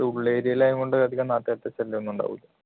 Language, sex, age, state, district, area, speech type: Malayalam, male, 18-30, Kerala, Palakkad, rural, conversation